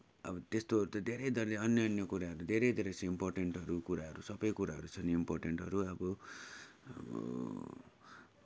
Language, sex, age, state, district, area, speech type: Nepali, male, 30-45, West Bengal, Darjeeling, rural, spontaneous